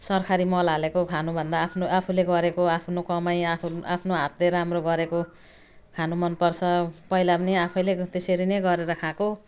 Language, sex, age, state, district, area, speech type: Nepali, female, 60+, West Bengal, Jalpaiguri, urban, spontaneous